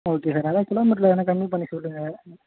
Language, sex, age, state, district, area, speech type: Tamil, male, 18-30, Tamil Nadu, Chengalpattu, rural, conversation